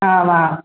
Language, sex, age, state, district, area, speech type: Sanskrit, female, 18-30, Kerala, Thrissur, urban, conversation